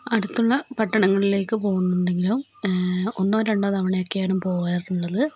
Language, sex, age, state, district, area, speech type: Malayalam, female, 18-30, Kerala, Wayanad, rural, spontaneous